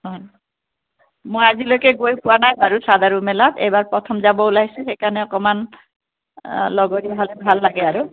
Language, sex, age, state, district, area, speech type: Assamese, female, 45-60, Assam, Biswanath, rural, conversation